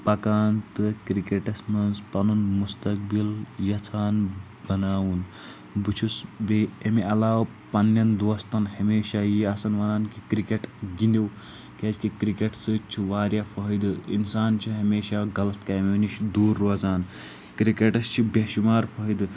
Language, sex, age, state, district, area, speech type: Kashmiri, male, 18-30, Jammu and Kashmir, Kulgam, rural, spontaneous